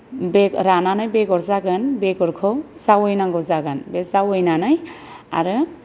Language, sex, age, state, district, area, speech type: Bodo, female, 30-45, Assam, Kokrajhar, rural, spontaneous